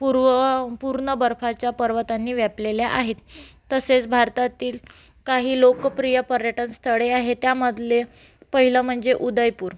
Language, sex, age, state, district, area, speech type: Marathi, female, 18-30, Maharashtra, Amravati, rural, spontaneous